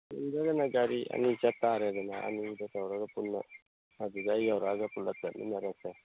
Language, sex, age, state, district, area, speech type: Manipuri, male, 30-45, Manipur, Thoubal, rural, conversation